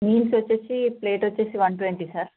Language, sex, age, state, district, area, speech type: Telugu, female, 30-45, Telangana, Vikarabad, urban, conversation